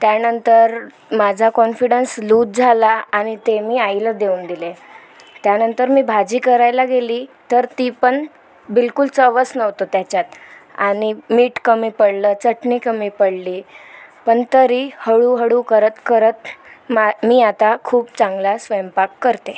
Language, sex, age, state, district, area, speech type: Marathi, female, 18-30, Maharashtra, Washim, rural, spontaneous